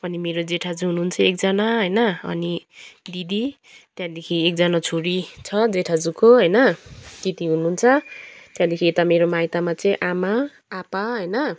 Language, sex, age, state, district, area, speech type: Nepali, female, 30-45, West Bengal, Kalimpong, rural, spontaneous